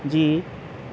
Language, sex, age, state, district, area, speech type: Urdu, male, 30-45, Bihar, Madhubani, rural, spontaneous